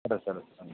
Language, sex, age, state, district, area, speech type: Telugu, male, 30-45, Andhra Pradesh, Anantapur, rural, conversation